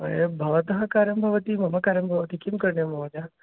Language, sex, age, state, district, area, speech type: Sanskrit, male, 30-45, Karnataka, Vijayapura, urban, conversation